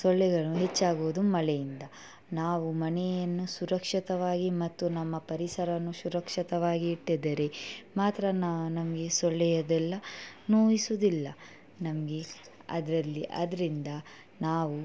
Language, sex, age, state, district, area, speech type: Kannada, female, 18-30, Karnataka, Mysore, rural, spontaneous